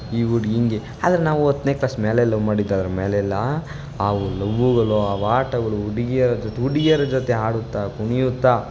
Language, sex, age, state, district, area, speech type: Kannada, male, 18-30, Karnataka, Chamarajanagar, rural, spontaneous